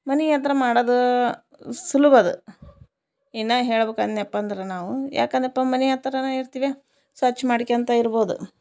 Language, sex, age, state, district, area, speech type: Kannada, female, 30-45, Karnataka, Koppal, rural, spontaneous